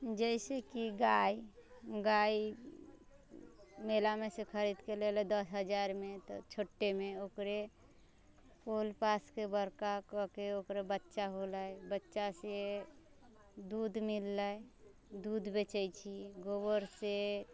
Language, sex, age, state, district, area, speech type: Maithili, female, 18-30, Bihar, Muzaffarpur, rural, spontaneous